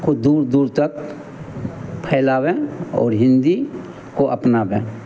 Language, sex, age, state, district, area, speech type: Hindi, male, 60+, Bihar, Madhepura, rural, spontaneous